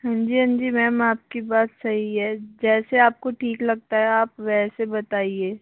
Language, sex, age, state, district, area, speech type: Hindi, male, 45-60, Rajasthan, Jaipur, urban, conversation